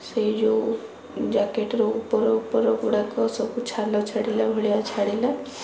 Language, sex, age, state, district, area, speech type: Odia, female, 18-30, Odisha, Cuttack, urban, spontaneous